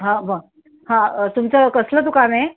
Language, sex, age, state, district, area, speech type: Marathi, female, 30-45, Maharashtra, Amravati, urban, conversation